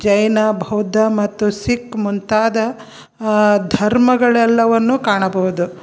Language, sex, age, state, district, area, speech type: Kannada, female, 45-60, Karnataka, Koppal, rural, spontaneous